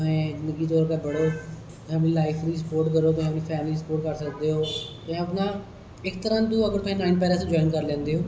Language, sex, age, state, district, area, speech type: Dogri, male, 30-45, Jammu and Kashmir, Kathua, rural, spontaneous